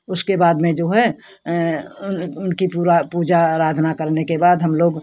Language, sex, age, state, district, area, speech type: Hindi, female, 60+, Uttar Pradesh, Hardoi, rural, spontaneous